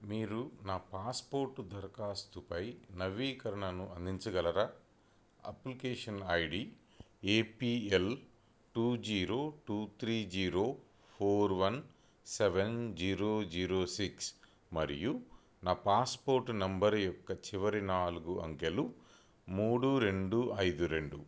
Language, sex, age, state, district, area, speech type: Telugu, male, 30-45, Andhra Pradesh, Bapatla, urban, read